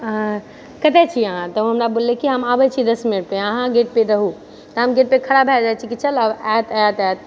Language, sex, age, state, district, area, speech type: Maithili, female, 30-45, Bihar, Purnia, rural, spontaneous